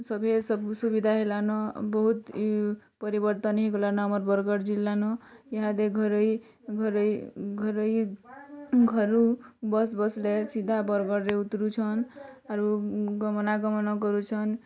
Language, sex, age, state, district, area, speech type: Odia, female, 18-30, Odisha, Bargarh, rural, spontaneous